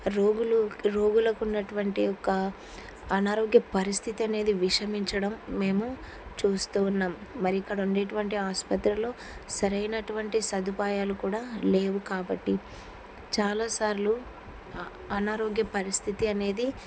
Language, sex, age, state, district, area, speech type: Telugu, female, 45-60, Andhra Pradesh, Kurnool, rural, spontaneous